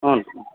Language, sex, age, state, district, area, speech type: Kannada, male, 30-45, Karnataka, Koppal, rural, conversation